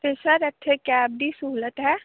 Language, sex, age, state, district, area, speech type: Punjabi, female, 30-45, Punjab, Fazilka, rural, conversation